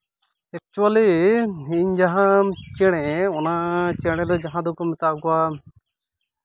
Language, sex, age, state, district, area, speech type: Santali, male, 30-45, West Bengal, Malda, rural, spontaneous